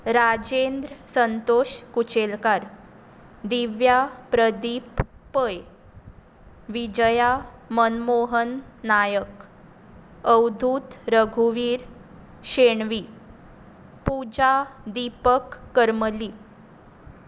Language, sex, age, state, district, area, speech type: Goan Konkani, female, 18-30, Goa, Tiswadi, rural, spontaneous